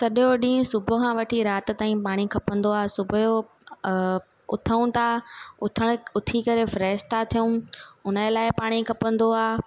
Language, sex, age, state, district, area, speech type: Sindhi, female, 30-45, Gujarat, Surat, urban, spontaneous